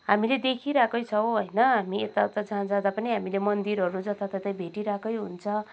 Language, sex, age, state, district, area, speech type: Nepali, female, 18-30, West Bengal, Kalimpong, rural, spontaneous